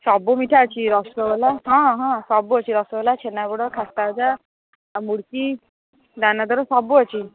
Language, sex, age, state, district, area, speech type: Odia, female, 60+, Odisha, Jharsuguda, rural, conversation